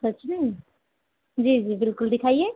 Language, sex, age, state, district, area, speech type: Hindi, female, 60+, Madhya Pradesh, Balaghat, rural, conversation